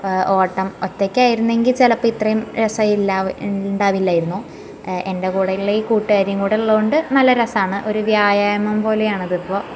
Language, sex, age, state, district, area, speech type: Malayalam, female, 18-30, Kerala, Thrissur, urban, spontaneous